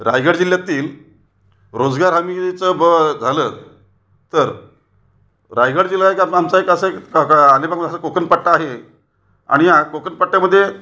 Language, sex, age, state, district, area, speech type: Marathi, male, 45-60, Maharashtra, Raigad, rural, spontaneous